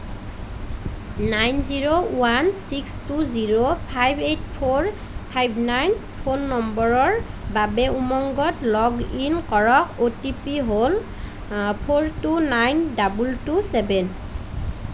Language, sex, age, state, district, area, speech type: Assamese, female, 30-45, Assam, Nalbari, rural, read